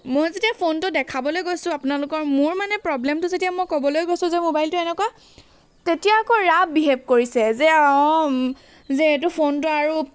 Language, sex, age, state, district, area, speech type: Assamese, female, 18-30, Assam, Charaideo, urban, spontaneous